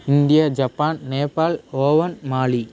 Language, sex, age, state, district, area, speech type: Tamil, male, 18-30, Tamil Nadu, Nagapattinam, rural, spontaneous